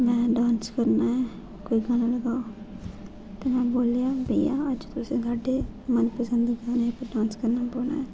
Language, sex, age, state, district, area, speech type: Dogri, female, 18-30, Jammu and Kashmir, Jammu, rural, spontaneous